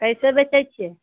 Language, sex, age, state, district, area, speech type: Maithili, female, 60+, Bihar, Muzaffarpur, urban, conversation